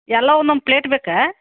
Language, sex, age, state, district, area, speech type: Kannada, female, 45-60, Karnataka, Gadag, rural, conversation